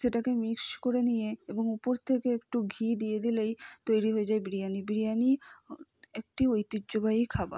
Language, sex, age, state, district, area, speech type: Bengali, female, 30-45, West Bengal, Purba Bardhaman, urban, spontaneous